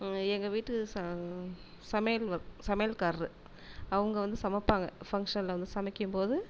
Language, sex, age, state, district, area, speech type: Tamil, female, 30-45, Tamil Nadu, Tiruchirappalli, rural, spontaneous